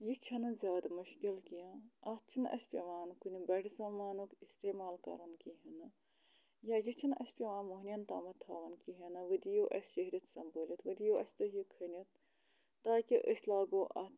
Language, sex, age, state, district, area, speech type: Kashmiri, female, 45-60, Jammu and Kashmir, Budgam, rural, spontaneous